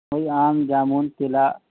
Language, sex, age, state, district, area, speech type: Urdu, male, 30-45, Bihar, Supaul, urban, conversation